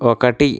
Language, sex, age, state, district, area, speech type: Telugu, male, 18-30, Andhra Pradesh, West Godavari, rural, read